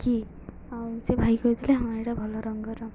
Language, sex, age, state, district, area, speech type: Odia, female, 18-30, Odisha, Sundergarh, urban, spontaneous